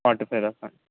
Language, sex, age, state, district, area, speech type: Telugu, male, 18-30, Telangana, Ranga Reddy, urban, conversation